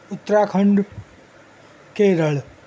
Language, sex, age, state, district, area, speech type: Gujarati, female, 18-30, Gujarat, Ahmedabad, urban, spontaneous